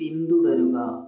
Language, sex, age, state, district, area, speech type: Malayalam, male, 45-60, Kerala, Palakkad, urban, read